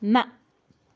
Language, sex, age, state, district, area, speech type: Kashmiri, female, 30-45, Jammu and Kashmir, Anantnag, rural, read